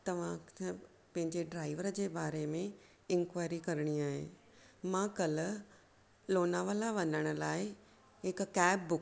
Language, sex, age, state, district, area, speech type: Sindhi, female, 45-60, Maharashtra, Thane, urban, spontaneous